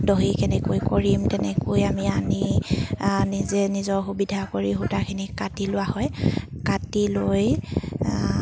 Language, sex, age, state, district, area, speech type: Assamese, female, 30-45, Assam, Sivasagar, rural, spontaneous